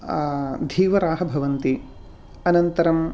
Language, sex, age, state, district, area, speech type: Sanskrit, male, 45-60, Karnataka, Uttara Kannada, rural, spontaneous